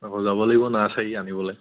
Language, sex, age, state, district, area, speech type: Assamese, male, 30-45, Assam, Charaideo, urban, conversation